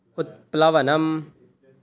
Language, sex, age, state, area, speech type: Sanskrit, male, 18-30, Bihar, rural, read